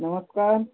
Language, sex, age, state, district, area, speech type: Hindi, male, 18-30, Uttar Pradesh, Prayagraj, urban, conversation